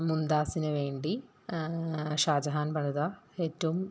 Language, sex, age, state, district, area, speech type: Malayalam, female, 30-45, Kerala, Thrissur, rural, spontaneous